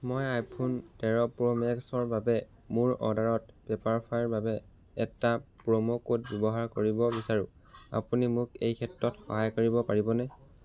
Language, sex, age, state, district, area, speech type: Assamese, male, 18-30, Assam, Jorhat, urban, read